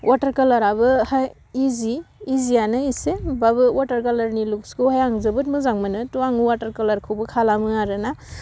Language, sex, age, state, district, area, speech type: Bodo, female, 18-30, Assam, Udalguri, urban, spontaneous